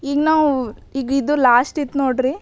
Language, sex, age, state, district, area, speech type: Kannada, female, 18-30, Karnataka, Bidar, urban, spontaneous